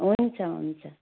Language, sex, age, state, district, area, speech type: Nepali, female, 30-45, West Bengal, Darjeeling, rural, conversation